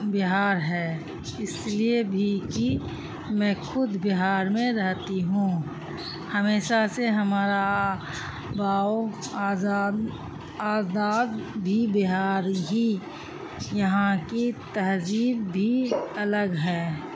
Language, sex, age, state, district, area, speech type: Urdu, female, 60+, Bihar, Khagaria, rural, spontaneous